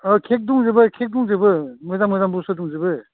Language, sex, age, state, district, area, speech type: Bodo, male, 45-60, Assam, Udalguri, rural, conversation